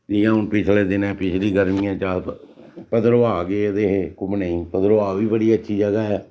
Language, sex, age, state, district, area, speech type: Dogri, male, 60+, Jammu and Kashmir, Reasi, rural, spontaneous